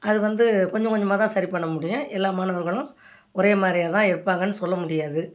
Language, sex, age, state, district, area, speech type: Tamil, female, 60+, Tamil Nadu, Ariyalur, rural, spontaneous